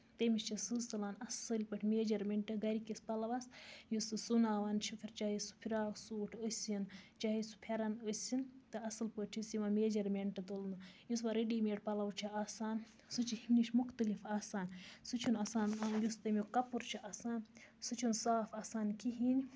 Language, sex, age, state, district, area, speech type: Kashmiri, female, 60+, Jammu and Kashmir, Baramulla, rural, spontaneous